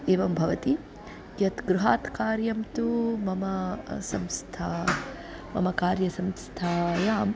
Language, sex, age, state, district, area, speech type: Sanskrit, female, 30-45, Andhra Pradesh, Guntur, urban, spontaneous